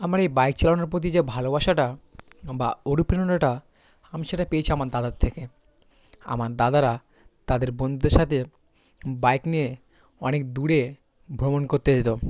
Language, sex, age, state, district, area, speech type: Bengali, male, 18-30, West Bengal, South 24 Parganas, rural, spontaneous